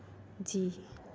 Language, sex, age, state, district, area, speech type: Hindi, female, 30-45, Madhya Pradesh, Hoshangabad, rural, spontaneous